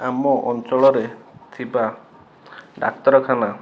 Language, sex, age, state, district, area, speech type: Odia, male, 45-60, Odisha, Balasore, rural, spontaneous